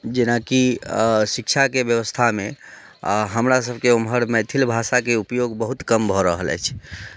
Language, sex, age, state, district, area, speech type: Maithili, male, 30-45, Bihar, Muzaffarpur, rural, spontaneous